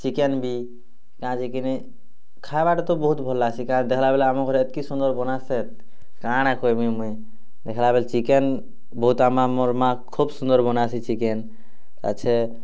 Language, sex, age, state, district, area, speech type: Odia, male, 18-30, Odisha, Kalahandi, rural, spontaneous